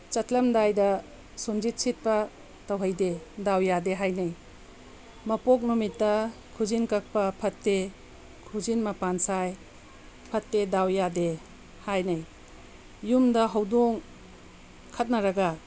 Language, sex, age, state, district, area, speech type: Manipuri, female, 45-60, Manipur, Tengnoupal, urban, spontaneous